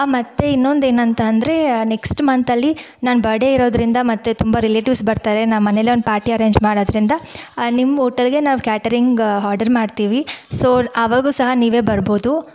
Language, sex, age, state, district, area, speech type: Kannada, female, 30-45, Karnataka, Bangalore Urban, rural, spontaneous